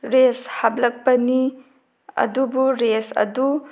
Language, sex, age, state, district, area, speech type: Manipuri, female, 30-45, Manipur, Tengnoupal, rural, spontaneous